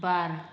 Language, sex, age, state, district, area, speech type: Bodo, female, 45-60, Assam, Chirang, rural, read